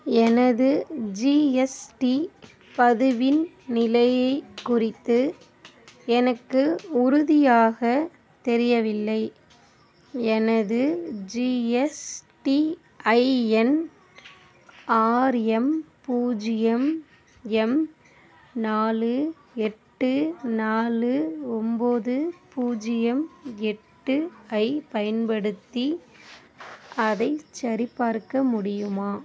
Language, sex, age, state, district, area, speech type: Tamil, female, 18-30, Tamil Nadu, Ariyalur, rural, read